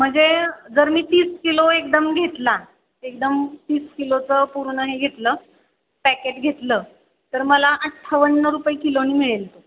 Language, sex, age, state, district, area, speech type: Marathi, female, 18-30, Maharashtra, Satara, urban, conversation